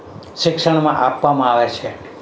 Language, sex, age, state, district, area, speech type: Gujarati, male, 60+, Gujarat, Valsad, urban, spontaneous